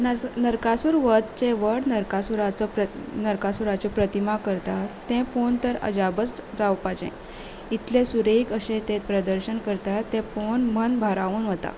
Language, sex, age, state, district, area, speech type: Goan Konkani, female, 18-30, Goa, Salcete, urban, spontaneous